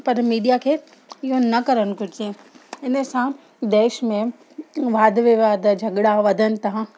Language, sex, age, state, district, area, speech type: Sindhi, female, 30-45, Gujarat, Kutch, rural, spontaneous